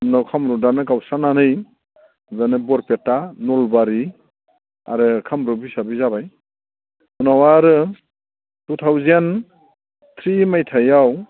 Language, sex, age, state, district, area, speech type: Bodo, male, 60+, Assam, Baksa, urban, conversation